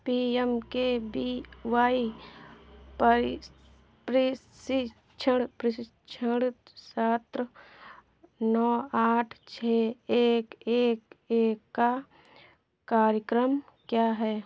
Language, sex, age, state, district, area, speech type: Hindi, female, 45-60, Uttar Pradesh, Hardoi, rural, read